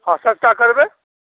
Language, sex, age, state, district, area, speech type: Maithili, male, 45-60, Bihar, Saharsa, rural, conversation